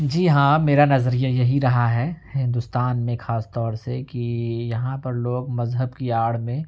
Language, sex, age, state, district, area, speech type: Urdu, male, 18-30, Uttar Pradesh, Ghaziabad, urban, spontaneous